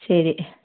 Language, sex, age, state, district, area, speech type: Malayalam, female, 30-45, Kerala, Kannur, urban, conversation